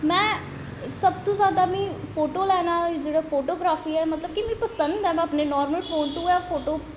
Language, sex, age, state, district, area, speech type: Dogri, female, 18-30, Jammu and Kashmir, Jammu, urban, spontaneous